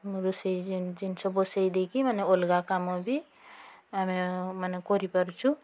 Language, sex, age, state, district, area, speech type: Odia, female, 45-60, Odisha, Mayurbhanj, rural, spontaneous